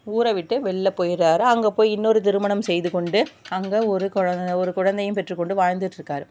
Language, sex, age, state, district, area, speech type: Tamil, female, 30-45, Tamil Nadu, Tiruvarur, rural, spontaneous